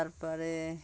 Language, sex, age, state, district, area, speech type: Bengali, female, 45-60, West Bengal, Birbhum, urban, spontaneous